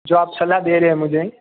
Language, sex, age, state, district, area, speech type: Hindi, male, 18-30, Rajasthan, Jodhpur, urban, conversation